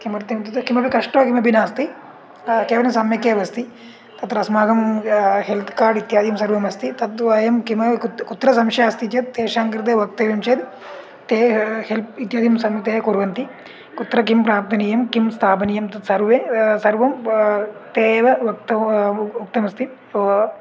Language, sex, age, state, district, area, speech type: Sanskrit, male, 18-30, Kerala, Idukki, urban, spontaneous